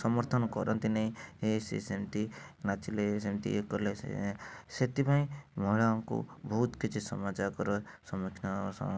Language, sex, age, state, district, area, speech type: Odia, male, 30-45, Odisha, Cuttack, urban, spontaneous